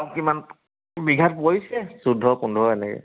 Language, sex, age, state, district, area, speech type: Assamese, male, 30-45, Assam, Charaideo, urban, conversation